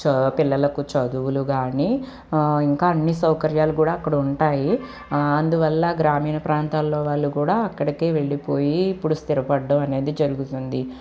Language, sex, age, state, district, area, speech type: Telugu, female, 18-30, Andhra Pradesh, Palnadu, urban, spontaneous